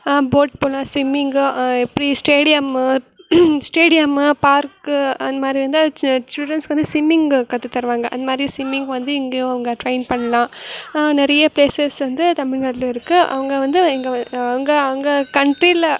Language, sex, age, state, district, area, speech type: Tamil, female, 18-30, Tamil Nadu, Krishnagiri, rural, spontaneous